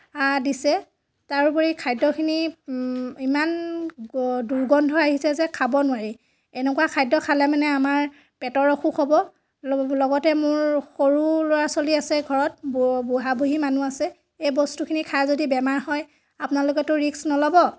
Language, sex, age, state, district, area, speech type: Assamese, female, 30-45, Assam, Dhemaji, rural, spontaneous